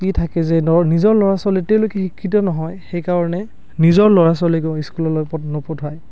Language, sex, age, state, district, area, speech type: Assamese, male, 18-30, Assam, Barpeta, rural, spontaneous